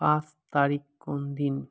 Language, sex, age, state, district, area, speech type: Bengali, male, 45-60, West Bengal, Bankura, urban, read